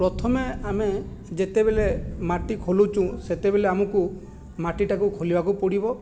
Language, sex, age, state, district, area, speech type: Odia, male, 45-60, Odisha, Jajpur, rural, spontaneous